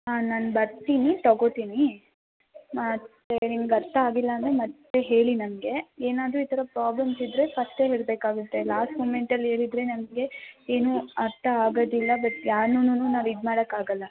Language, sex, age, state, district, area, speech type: Kannada, female, 18-30, Karnataka, Kolar, rural, conversation